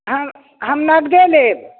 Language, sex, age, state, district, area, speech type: Maithili, female, 60+, Bihar, Muzaffarpur, urban, conversation